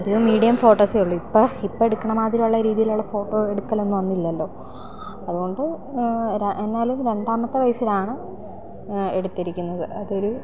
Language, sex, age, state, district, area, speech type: Malayalam, female, 18-30, Kerala, Idukki, rural, spontaneous